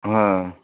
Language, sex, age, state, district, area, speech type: Bengali, male, 60+, West Bengal, Hooghly, rural, conversation